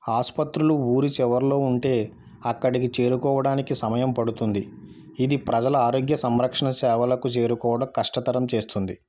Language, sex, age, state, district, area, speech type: Telugu, male, 30-45, Andhra Pradesh, East Godavari, rural, spontaneous